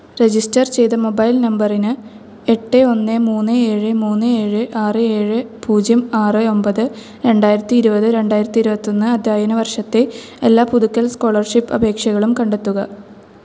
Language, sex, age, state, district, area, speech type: Malayalam, female, 18-30, Kerala, Thrissur, rural, read